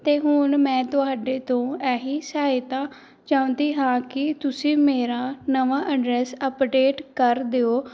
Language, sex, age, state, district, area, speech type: Punjabi, female, 18-30, Punjab, Pathankot, urban, spontaneous